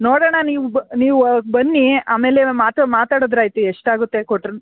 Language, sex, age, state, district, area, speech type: Kannada, female, 30-45, Karnataka, Mandya, urban, conversation